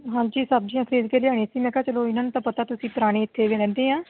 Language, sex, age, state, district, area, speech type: Punjabi, female, 18-30, Punjab, Shaheed Bhagat Singh Nagar, urban, conversation